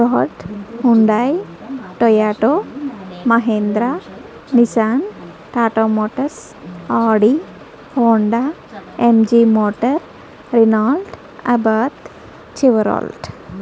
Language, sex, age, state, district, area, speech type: Telugu, female, 30-45, Andhra Pradesh, Guntur, urban, spontaneous